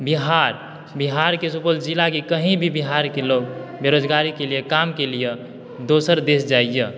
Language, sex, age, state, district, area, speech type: Maithili, male, 18-30, Bihar, Supaul, rural, spontaneous